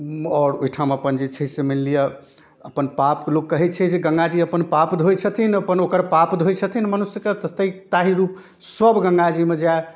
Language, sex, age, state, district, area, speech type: Maithili, male, 30-45, Bihar, Darbhanga, rural, spontaneous